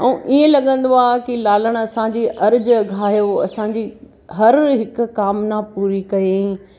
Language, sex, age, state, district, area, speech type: Sindhi, female, 45-60, Maharashtra, Akola, urban, spontaneous